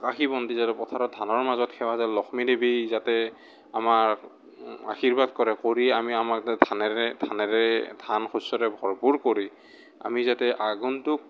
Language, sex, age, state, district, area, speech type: Assamese, male, 30-45, Assam, Morigaon, rural, spontaneous